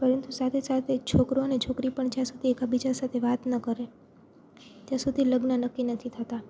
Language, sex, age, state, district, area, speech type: Gujarati, female, 18-30, Gujarat, Junagadh, rural, spontaneous